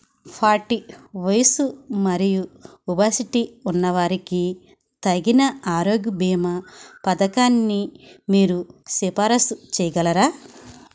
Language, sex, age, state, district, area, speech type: Telugu, female, 45-60, Andhra Pradesh, Krishna, rural, read